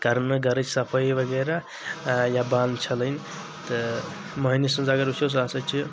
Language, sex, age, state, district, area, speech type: Kashmiri, male, 18-30, Jammu and Kashmir, Shopian, rural, spontaneous